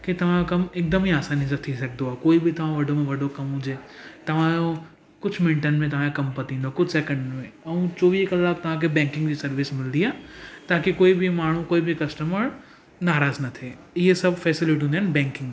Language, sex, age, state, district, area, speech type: Sindhi, male, 18-30, Gujarat, Surat, urban, spontaneous